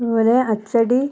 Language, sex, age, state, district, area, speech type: Malayalam, female, 60+, Kerala, Wayanad, rural, spontaneous